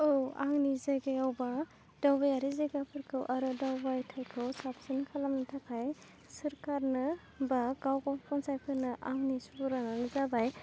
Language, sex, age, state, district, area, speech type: Bodo, female, 18-30, Assam, Udalguri, rural, spontaneous